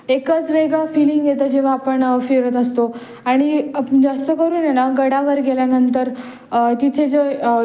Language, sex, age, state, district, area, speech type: Marathi, female, 18-30, Maharashtra, Pune, urban, spontaneous